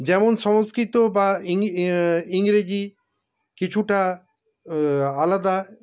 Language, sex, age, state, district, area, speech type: Bengali, male, 60+, West Bengal, Paschim Bardhaman, urban, spontaneous